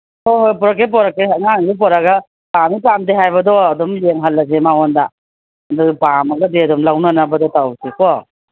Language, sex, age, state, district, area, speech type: Manipuri, female, 60+, Manipur, Kangpokpi, urban, conversation